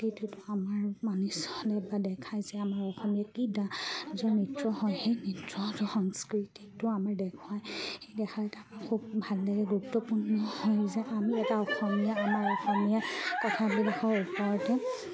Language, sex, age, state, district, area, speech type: Assamese, female, 30-45, Assam, Charaideo, rural, spontaneous